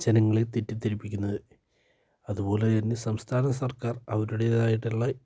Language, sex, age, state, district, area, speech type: Malayalam, male, 18-30, Kerala, Wayanad, rural, spontaneous